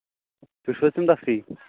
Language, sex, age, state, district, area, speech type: Kashmiri, male, 18-30, Jammu and Kashmir, Kupwara, rural, conversation